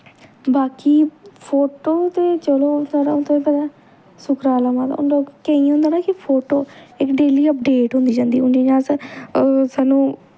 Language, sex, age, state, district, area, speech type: Dogri, female, 18-30, Jammu and Kashmir, Jammu, rural, spontaneous